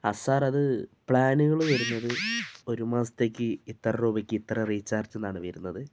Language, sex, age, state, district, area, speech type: Malayalam, male, 45-60, Kerala, Wayanad, rural, spontaneous